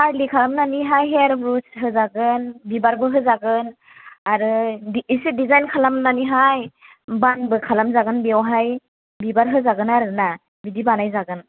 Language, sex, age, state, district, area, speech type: Bodo, female, 18-30, Assam, Kokrajhar, rural, conversation